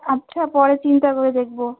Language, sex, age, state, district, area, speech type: Bengali, female, 45-60, West Bengal, Alipurduar, rural, conversation